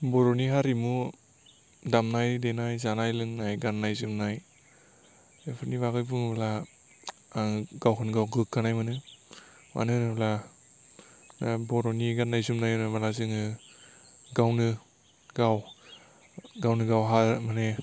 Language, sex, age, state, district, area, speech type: Bodo, male, 18-30, Assam, Baksa, rural, spontaneous